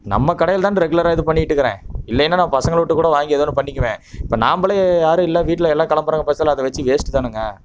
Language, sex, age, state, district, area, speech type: Tamil, male, 30-45, Tamil Nadu, Namakkal, rural, spontaneous